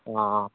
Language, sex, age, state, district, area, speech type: Assamese, male, 30-45, Assam, Barpeta, rural, conversation